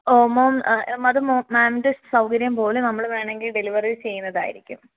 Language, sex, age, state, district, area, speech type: Malayalam, female, 18-30, Kerala, Alappuzha, rural, conversation